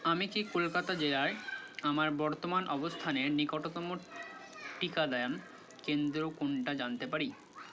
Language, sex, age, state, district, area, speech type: Bengali, male, 45-60, West Bengal, Purba Bardhaman, urban, read